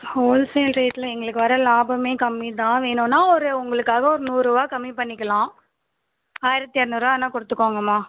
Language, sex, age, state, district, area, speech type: Tamil, female, 18-30, Tamil Nadu, Tiruvarur, rural, conversation